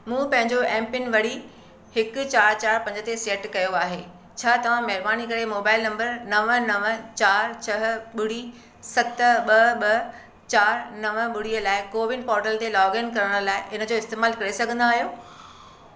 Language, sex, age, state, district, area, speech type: Sindhi, female, 60+, Maharashtra, Mumbai Suburban, urban, read